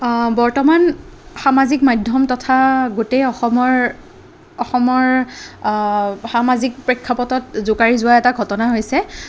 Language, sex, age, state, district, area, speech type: Assamese, female, 18-30, Assam, Kamrup Metropolitan, urban, spontaneous